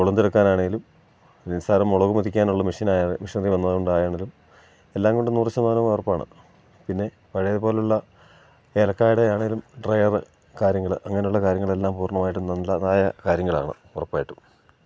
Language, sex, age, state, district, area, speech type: Malayalam, male, 45-60, Kerala, Idukki, rural, spontaneous